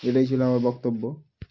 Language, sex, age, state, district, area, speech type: Bengali, male, 18-30, West Bengal, Murshidabad, urban, spontaneous